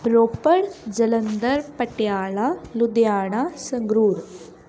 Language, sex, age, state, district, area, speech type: Punjabi, female, 18-30, Punjab, Shaheed Bhagat Singh Nagar, rural, spontaneous